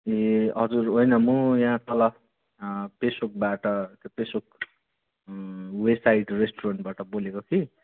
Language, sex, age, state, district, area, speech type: Nepali, male, 18-30, West Bengal, Darjeeling, rural, conversation